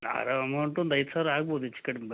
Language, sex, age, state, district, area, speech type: Kannada, male, 45-60, Karnataka, Chitradurga, rural, conversation